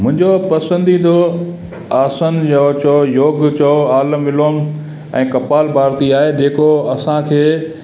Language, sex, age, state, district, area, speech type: Sindhi, male, 60+, Gujarat, Kutch, rural, spontaneous